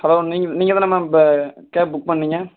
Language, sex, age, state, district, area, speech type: Tamil, male, 18-30, Tamil Nadu, Virudhunagar, rural, conversation